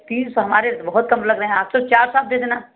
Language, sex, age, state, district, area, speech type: Hindi, female, 60+, Uttar Pradesh, Sitapur, rural, conversation